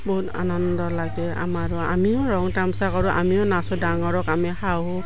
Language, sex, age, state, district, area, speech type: Assamese, female, 60+, Assam, Udalguri, rural, spontaneous